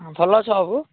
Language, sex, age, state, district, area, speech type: Odia, male, 18-30, Odisha, Nabarangpur, urban, conversation